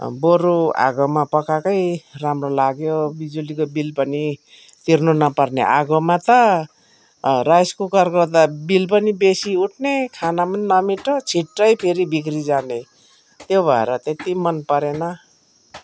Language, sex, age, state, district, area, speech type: Nepali, female, 60+, West Bengal, Darjeeling, rural, spontaneous